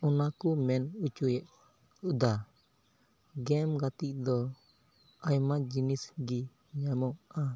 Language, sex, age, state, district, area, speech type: Santali, male, 18-30, Jharkhand, Pakur, rural, spontaneous